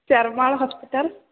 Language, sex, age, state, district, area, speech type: Odia, female, 18-30, Odisha, Sambalpur, rural, conversation